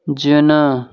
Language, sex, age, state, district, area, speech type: Maithili, male, 18-30, Bihar, Madhubani, rural, read